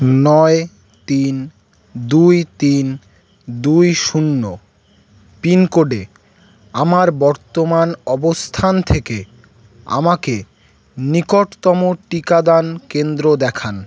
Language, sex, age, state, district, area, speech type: Bengali, male, 18-30, West Bengal, Howrah, urban, read